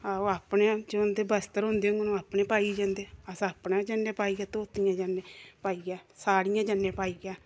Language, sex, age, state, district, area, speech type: Dogri, female, 30-45, Jammu and Kashmir, Samba, urban, spontaneous